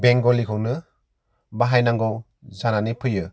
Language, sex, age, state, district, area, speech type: Bodo, male, 30-45, Assam, Kokrajhar, rural, spontaneous